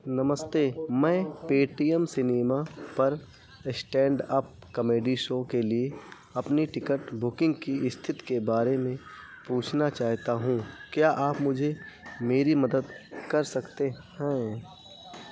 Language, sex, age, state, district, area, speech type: Hindi, male, 45-60, Uttar Pradesh, Ayodhya, rural, read